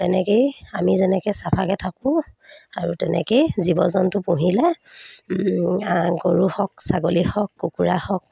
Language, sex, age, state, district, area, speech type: Assamese, female, 30-45, Assam, Sivasagar, rural, spontaneous